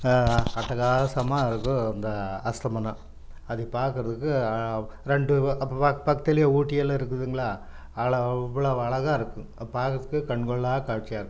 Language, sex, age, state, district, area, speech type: Tamil, male, 60+, Tamil Nadu, Coimbatore, urban, spontaneous